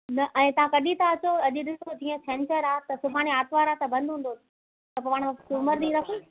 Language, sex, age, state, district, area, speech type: Sindhi, female, 30-45, Gujarat, Kutch, urban, conversation